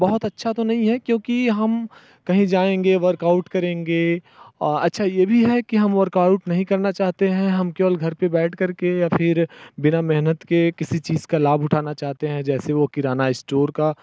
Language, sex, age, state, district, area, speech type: Hindi, male, 30-45, Uttar Pradesh, Mirzapur, rural, spontaneous